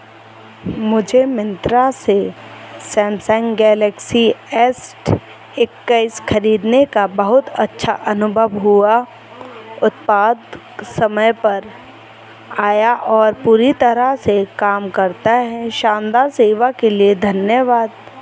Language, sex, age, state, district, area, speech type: Hindi, female, 18-30, Madhya Pradesh, Chhindwara, urban, read